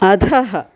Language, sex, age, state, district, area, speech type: Sanskrit, female, 45-60, Karnataka, Chikkaballapur, urban, read